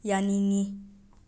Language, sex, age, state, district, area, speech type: Manipuri, other, 45-60, Manipur, Imphal West, urban, read